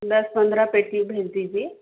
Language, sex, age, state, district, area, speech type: Hindi, female, 30-45, Madhya Pradesh, Seoni, urban, conversation